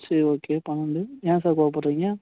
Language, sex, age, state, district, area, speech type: Tamil, male, 30-45, Tamil Nadu, Cuddalore, rural, conversation